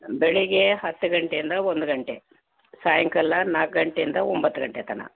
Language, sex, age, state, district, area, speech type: Kannada, female, 60+, Karnataka, Gulbarga, urban, conversation